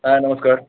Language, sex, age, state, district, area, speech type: Bengali, male, 18-30, West Bengal, Uttar Dinajpur, urban, conversation